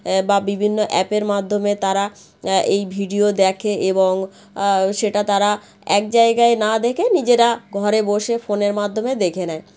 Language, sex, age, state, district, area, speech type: Bengali, female, 30-45, West Bengal, South 24 Parganas, rural, spontaneous